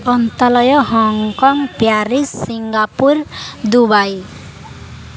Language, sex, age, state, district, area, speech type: Odia, female, 18-30, Odisha, Balangir, urban, spontaneous